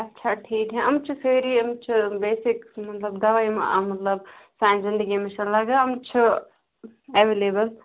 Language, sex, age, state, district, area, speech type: Kashmiri, female, 18-30, Jammu and Kashmir, Kupwara, rural, conversation